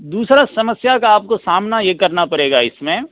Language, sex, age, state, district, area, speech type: Hindi, male, 18-30, Bihar, Darbhanga, rural, conversation